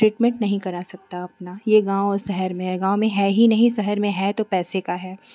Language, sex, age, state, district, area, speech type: Hindi, female, 30-45, Uttar Pradesh, Chandauli, urban, spontaneous